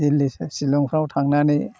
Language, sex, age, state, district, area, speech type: Bodo, male, 60+, Assam, Chirang, rural, spontaneous